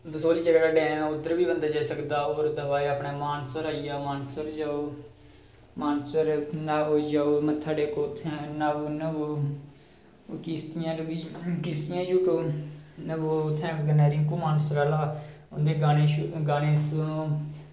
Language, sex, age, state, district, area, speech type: Dogri, male, 18-30, Jammu and Kashmir, Reasi, rural, spontaneous